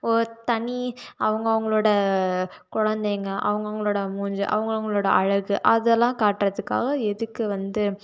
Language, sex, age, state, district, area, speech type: Tamil, female, 18-30, Tamil Nadu, Salem, urban, spontaneous